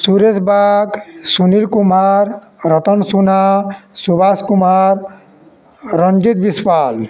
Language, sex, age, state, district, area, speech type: Odia, male, 45-60, Odisha, Bargarh, urban, spontaneous